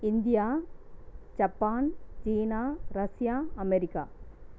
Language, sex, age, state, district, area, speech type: Tamil, female, 45-60, Tamil Nadu, Erode, rural, spontaneous